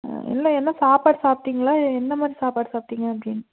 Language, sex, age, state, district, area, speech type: Tamil, female, 45-60, Tamil Nadu, Krishnagiri, rural, conversation